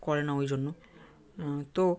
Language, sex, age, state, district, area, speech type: Bengali, male, 18-30, West Bengal, South 24 Parganas, rural, spontaneous